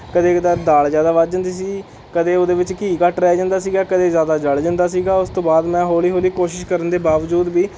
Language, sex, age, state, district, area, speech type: Punjabi, male, 18-30, Punjab, Rupnagar, urban, spontaneous